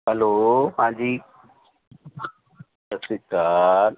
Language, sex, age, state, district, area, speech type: Punjabi, male, 60+, Punjab, Mohali, urban, conversation